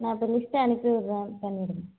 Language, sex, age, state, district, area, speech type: Tamil, female, 30-45, Tamil Nadu, Tiruvarur, rural, conversation